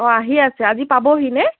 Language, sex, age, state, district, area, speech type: Assamese, female, 18-30, Assam, Dibrugarh, rural, conversation